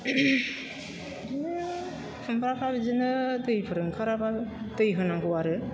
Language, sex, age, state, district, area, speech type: Bodo, female, 60+, Assam, Chirang, rural, spontaneous